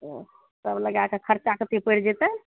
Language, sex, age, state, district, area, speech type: Maithili, female, 45-60, Bihar, Madhepura, rural, conversation